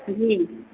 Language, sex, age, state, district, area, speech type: Hindi, female, 45-60, Uttar Pradesh, Azamgarh, rural, conversation